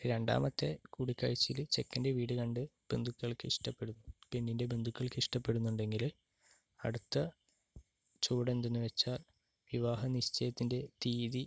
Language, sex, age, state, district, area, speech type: Malayalam, male, 30-45, Kerala, Palakkad, rural, spontaneous